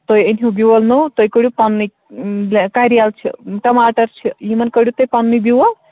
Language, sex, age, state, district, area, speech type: Kashmiri, female, 18-30, Jammu and Kashmir, Kupwara, rural, conversation